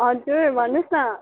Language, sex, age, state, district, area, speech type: Nepali, female, 18-30, West Bengal, Darjeeling, rural, conversation